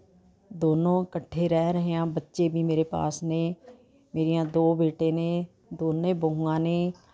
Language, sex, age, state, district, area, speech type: Punjabi, female, 60+, Punjab, Rupnagar, urban, spontaneous